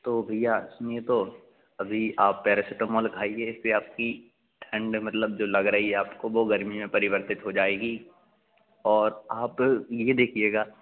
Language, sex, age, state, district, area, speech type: Hindi, male, 18-30, Madhya Pradesh, Jabalpur, urban, conversation